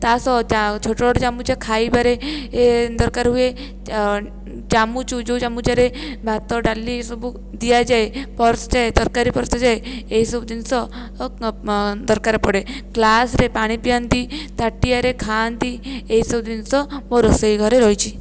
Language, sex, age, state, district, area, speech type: Odia, female, 18-30, Odisha, Jajpur, rural, spontaneous